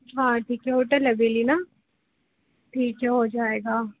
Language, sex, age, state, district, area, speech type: Hindi, female, 18-30, Madhya Pradesh, Harda, urban, conversation